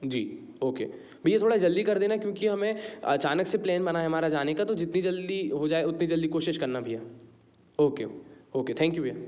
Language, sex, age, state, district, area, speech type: Hindi, male, 30-45, Madhya Pradesh, Jabalpur, urban, spontaneous